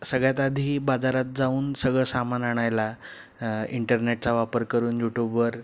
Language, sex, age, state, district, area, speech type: Marathi, male, 30-45, Maharashtra, Pune, urban, spontaneous